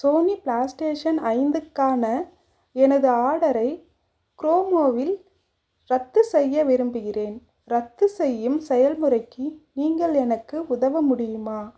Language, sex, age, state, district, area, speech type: Tamil, female, 30-45, Tamil Nadu, Madurai, urban, read